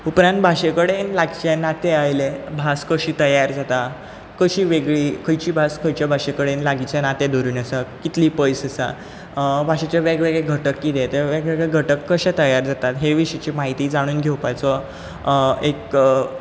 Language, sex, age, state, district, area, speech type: Goan Konkani, male, 18-30, Goa, Bardez, rural, spontaneous